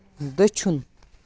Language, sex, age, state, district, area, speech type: Kashmiri, male, 18-30, Jammu and Kashmir, Baramulla, rural, read